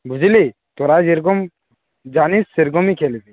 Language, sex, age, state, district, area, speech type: Bengali, male, 60+, West Bengal, Nadia, rural, conversation